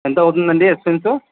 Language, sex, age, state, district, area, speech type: Telugu, male, 30-45, Andhra Pradesh, Kadapa, rural, conversation